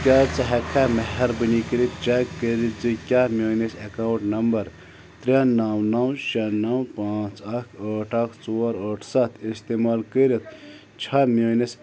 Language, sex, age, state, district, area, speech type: Kashmiri, male, 18-30, Jammu and Kashmir, Bandipora, rural, read